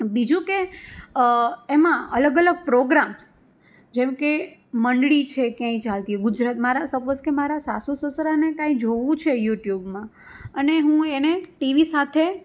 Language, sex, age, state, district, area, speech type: Gujarati, female, 30-45, Gujarat, Rajkot, rural, spontaneous